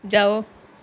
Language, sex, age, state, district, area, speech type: Punjabi, female, 18-30, Punjab, Pathankot, rural, read